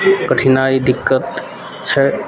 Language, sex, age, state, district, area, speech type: Maithili, male, 18-30, Bihar, Madhepura, rural, spontaneous